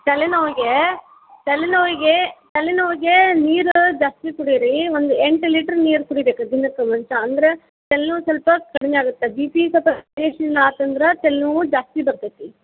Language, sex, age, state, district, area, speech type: Kannada, female, 30-45, Karnataka, Gadag, rural, conversation